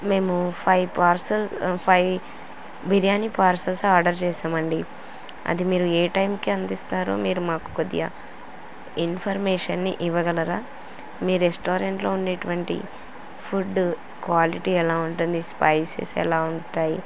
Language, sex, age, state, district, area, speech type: Telugu, female, 18-30, Andhra Pradesh, Kurnool, rural, spontaneous